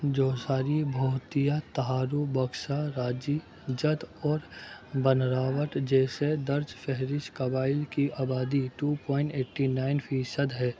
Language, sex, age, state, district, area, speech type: Urdu, male, 18-30, Delhi, North West Delhi, urban, read